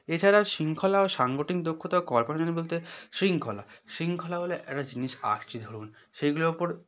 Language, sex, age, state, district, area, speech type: Bengali, male, 18-30, West Bengal, South 24 Parganas, rural, spontaneous